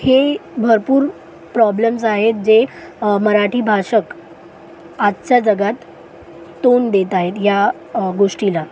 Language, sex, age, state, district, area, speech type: Marathi, female, 18-30, Maharashtra, Solapur, urban, spontaneous